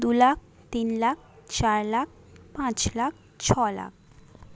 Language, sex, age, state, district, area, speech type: Bengali, female, 30-45, West Bengal, Jhargram, rural, spontaneous